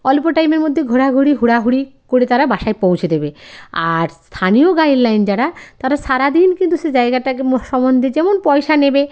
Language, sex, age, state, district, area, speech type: Bengali, female, 45-60, West Bengal, Jalpaiguri, rural, spontaneous